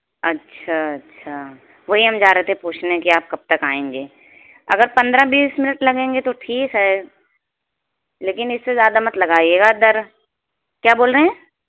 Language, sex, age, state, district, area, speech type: Urdu, female, 18-30, Uttar Pradesh, Balrampur, rural, conversation